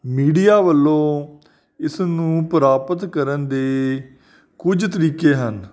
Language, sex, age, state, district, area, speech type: Punjabi, male, 45-60, Punjab, Faridkot, urban, spontaneous